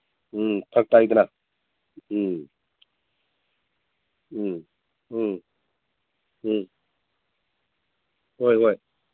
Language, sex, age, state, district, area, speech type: Manipuri, male, 45-60, Manipur, Imphal East, rural, conversation